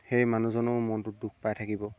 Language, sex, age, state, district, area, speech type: Assamese, male, 18-30, Assam, Sivasagar, rural, spontaneous